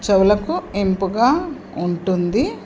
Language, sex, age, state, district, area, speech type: Telugu, female, 60+, Andhra Pradesh, Anantapur, urban, spontaneous